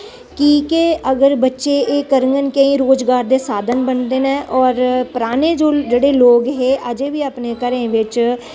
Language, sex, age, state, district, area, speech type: Dogri, female, 45-60, Jammu and Kashmir, Jammu, rural, spontaneous